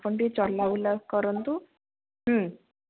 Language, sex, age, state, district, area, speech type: Odia, female, 18-30, Odisha, Bhadrak, rural, conversation